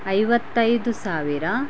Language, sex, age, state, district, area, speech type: Kannada, female, 30-45, Karnataka, Chitradurga, rural, spontaneous